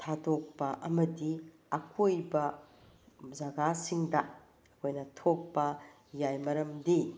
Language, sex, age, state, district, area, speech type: Manipuri, female, 45-60, Manipur, Bishnupur, urban, spontaneous